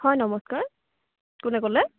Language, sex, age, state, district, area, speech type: Assamese, female, 30-45, Assam, Dibrugarh, rural, conversation